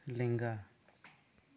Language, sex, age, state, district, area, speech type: Santali, male, 18-30, West Bengal, Bankura, rural, read